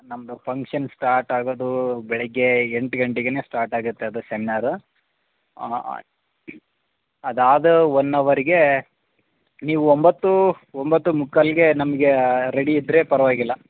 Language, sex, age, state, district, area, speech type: Kannada, male, 18-30, Karnataka, Koppal, rural, conversation